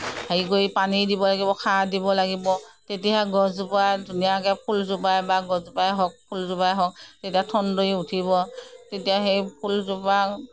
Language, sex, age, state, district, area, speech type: Assamese, female, 60+, Assam, Morigaon, rural, spontaneous